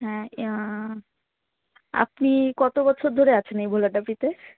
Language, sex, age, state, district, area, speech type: Bengali, female, 18-30, West Bengal, Alipurduar, rural, conversation